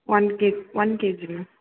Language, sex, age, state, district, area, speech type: Tamil, female, 18-30, Tamil Nadu, Perambalur, rural, conversation